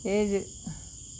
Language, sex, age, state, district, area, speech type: Malayalam, female, 45-60, Kerala, Kollam, rural, read